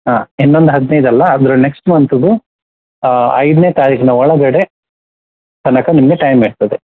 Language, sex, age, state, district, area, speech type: Kannada, male, 30-45, Karnataka, Udupi, rural, conversation